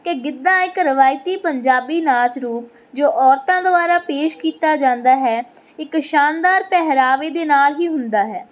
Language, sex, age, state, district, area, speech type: Punjabi, female, 18-30, Punjab, Barnala, rural, spontaneous